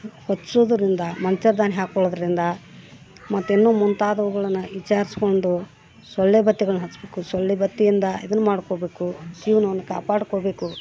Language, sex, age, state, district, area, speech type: Kannada, female, 45-60, Karnataka, Dharwad, rural, spontaneous